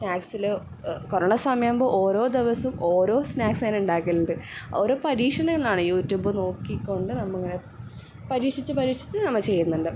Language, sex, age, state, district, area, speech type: Malayalam, female, 18-30, Kerala, Kasaragod, rural, spontaneous